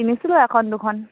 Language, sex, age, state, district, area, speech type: Assamese, female, 18-30, Assam, Dibrugarh, rural, conversation